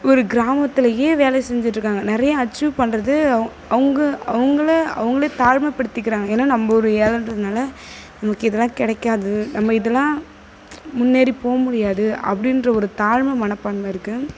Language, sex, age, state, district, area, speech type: Tamil, female, 18-30, Tamil Nadu, Kallakurichi, rural, spontaneous